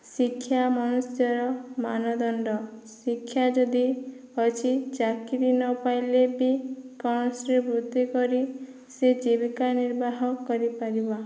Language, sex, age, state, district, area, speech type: Odia, female, 30-45, Odisha, Boudh, rural, spontaneous